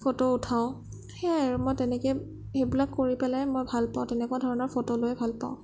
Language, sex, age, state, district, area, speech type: Assamese, female, 18-30, Assam, Sonitpur, rural, spontaneous